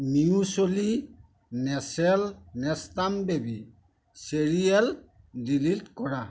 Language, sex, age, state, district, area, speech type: Assamese, male, 45-60, Assam, Majuli, rural, read